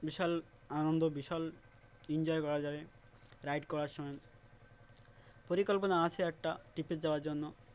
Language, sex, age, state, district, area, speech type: Bengali, male, 18-30, West Bengal, Uttar Dinajpur, urban, spontaneous